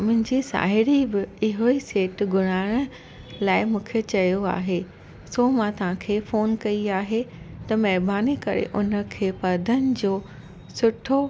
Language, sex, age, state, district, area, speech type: Sindhi, female, 30-45, Gujarat, Surat, urban, spontaneous